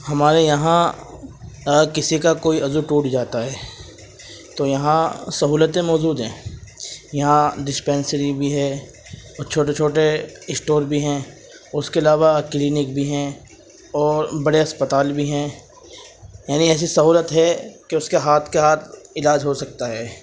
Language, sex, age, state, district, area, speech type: Urdu, male, 18-30, Uttar Pradesh, Ghaziabad, rural, spontaneous